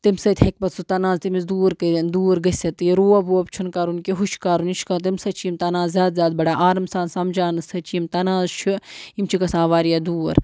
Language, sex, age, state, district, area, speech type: Kashmiri, female, 18-30, Jammu and Kashmir, Budgam, rural, spontaneous